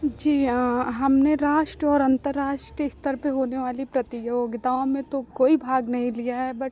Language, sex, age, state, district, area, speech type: Hindi, female, 30-45, Uttar Pradesh, Lucknow, rural, spontaneous